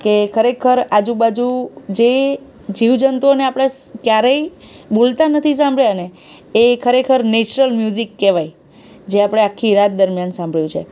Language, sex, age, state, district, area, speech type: Gujarati, female, 30-45, Gujarat, Surat, urban, spontaneous